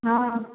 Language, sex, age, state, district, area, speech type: Odia, female, 18-30, Odisha, Dhenkanal, rural, conversation